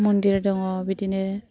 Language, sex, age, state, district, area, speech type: Bodo, female, 60+, Assam, Kokrajhar, urban, spontaneous